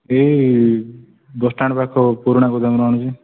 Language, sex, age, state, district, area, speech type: Odia, male, 18-30, Odisha, Kandhamal, rural, conversation